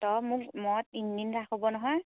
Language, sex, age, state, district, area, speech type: Assamese, female, 18-30, Assam, Majuli, urban, conversation